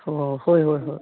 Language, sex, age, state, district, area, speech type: Manipuri, female, 60+, Manipur, Imphal East, rural, conversation